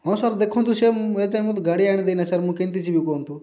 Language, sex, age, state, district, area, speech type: Odia, male, 18-30, Odisha, Rayagada, urban, spontaneous